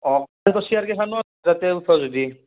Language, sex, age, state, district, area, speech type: Assamese, male, 18-30, Assam, Nalbari, rural, conversation